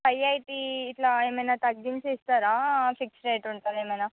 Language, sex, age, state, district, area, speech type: Telugu, female, 45-60, Andhra Pradesh, Visakhapatnam, urban, conversation